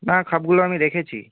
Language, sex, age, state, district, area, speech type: Bengali, male, 18-30, West Bengal, North 24 Parganas, rural, conversation